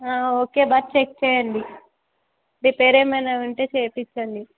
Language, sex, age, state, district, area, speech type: Telugu, female, 18-30, Telangana, Ranga Reddy, urban, conversation